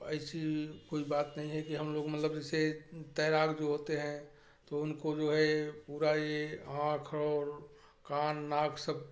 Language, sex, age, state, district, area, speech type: Hindi, male, 45-60, Uttar Pradesh, Prayagraj, rural, spontaneous